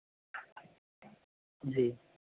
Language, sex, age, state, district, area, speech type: Hindi, male, 18-30, Madhya Pradesh, Ujjain, urban, conversation